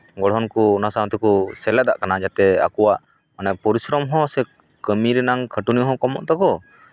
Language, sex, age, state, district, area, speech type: Santali, male, 30-45, West Bengal, Paschim Bardhaman, rural, spontaneous